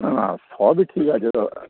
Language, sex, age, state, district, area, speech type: Bengali, male, 30-45, West Bengal, Darjeeling, rural, conversation